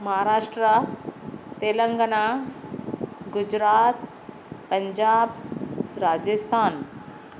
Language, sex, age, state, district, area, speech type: Sindhi, female, 60+, Maharashtra, Thane, urban, spontaneous